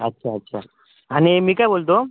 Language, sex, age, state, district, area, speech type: Marathi, male, 18-30, Maharashtra, Thane, urban, conversation